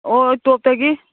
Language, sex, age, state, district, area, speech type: Manipuri, female, 60+, Manipur, Imphal East, rural, conversation